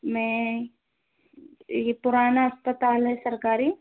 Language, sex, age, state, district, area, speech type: Hindi, female, 18-30, Rajasthan, Karauli, rural, conversation